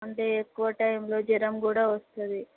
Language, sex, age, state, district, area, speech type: Telugu, female, 30-45, Andhra Pradesh, Visakhapatnam, urban, conversation